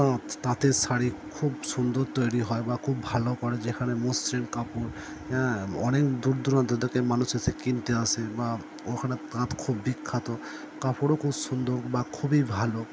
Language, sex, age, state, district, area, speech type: Bengali, male, 30-45, West Bengal, Purba Bardhaman, urban, spontaneous